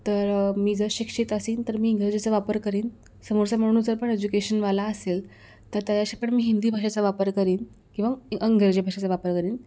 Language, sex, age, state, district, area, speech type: Marathi, female, 18-30, Maharashtra, Raigad, rural, spontaneous